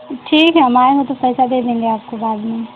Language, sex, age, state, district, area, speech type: Hindi, female, 30-45, Uttar Pradesh, Mau, rural, conversation